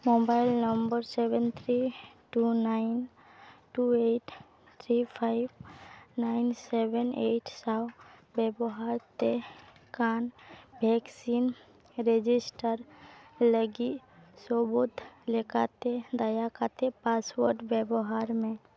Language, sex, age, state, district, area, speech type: Santali, female, 18-30, West Bengal, Dakshin Dinajpur, rural, read